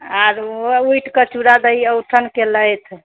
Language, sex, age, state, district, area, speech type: Maithili, female, 30-45, Bihar, Sitamarhi, urban, conversation